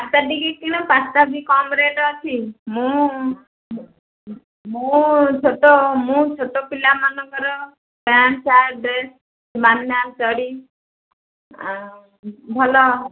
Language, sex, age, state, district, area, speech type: Odia, female, 60+, Odisha, Gajapati, rural, conversation